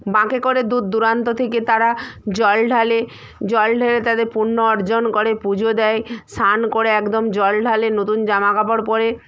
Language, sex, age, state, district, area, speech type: Bengali, female, 45-60, West Bengal, Purba Medinipur, rural, spontaneous